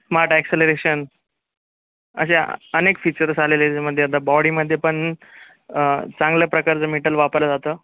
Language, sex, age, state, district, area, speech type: Marathi, male, 18-30, Maharashtra, Jalna, urban, conversation